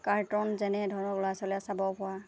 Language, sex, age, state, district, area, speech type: Assamese, female, 18-30, Assam, Lakhimpur, urban, spontaneous